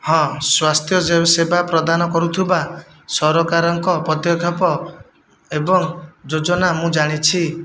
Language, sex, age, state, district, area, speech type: Odia, male, 30-45, Odisha, Jajpur, rural, spontaneous